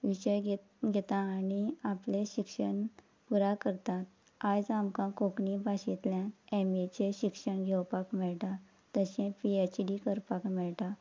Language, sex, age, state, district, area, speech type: Goan Konkani, female, 30-45, Goa, Quepem, rural, spontaneous